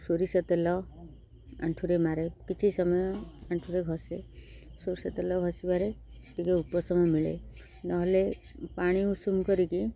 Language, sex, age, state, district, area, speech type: Odia, female, 45-60, Odisha, Kendrapara, urban, spontaneous